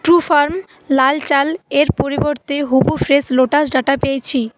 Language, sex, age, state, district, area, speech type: Bengali, female, 30-45, West Bengal, Paschim Bardhaman, urban, read